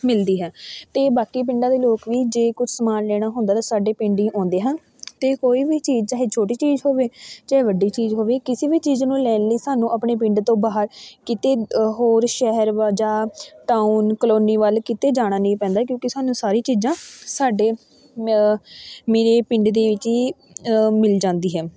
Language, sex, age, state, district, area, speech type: Punjabi, female, 18-30, Punjab, Fatehgarh Sahib, rural, spontaneous